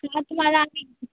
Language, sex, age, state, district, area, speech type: Marathi, female, 18-30, Maharashtra, Nanded, rural, conversation